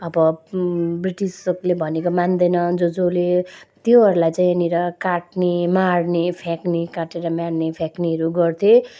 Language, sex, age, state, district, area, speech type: Nepali, female, 30-45, West Bengal, Jalpaiguri, rural, spontaneous